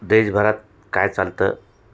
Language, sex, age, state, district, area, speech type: Marathi, male, 45-60, Maharashtra, Nashik, urban, spontaneous